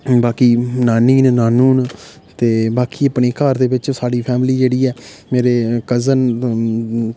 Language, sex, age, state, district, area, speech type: Dogri, male, 18-30, Jammu and Kashmir, Udhampur, rural, spontaneous